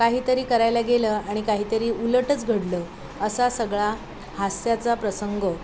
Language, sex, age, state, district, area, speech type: Marathi, female, 45-60, Maharashtra, Thane, rural, spontaneous